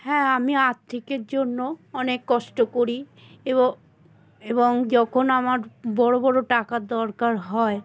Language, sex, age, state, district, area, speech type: Bengali, female, 60+, West Bengal, South 24 Parganas, rural, spontaneous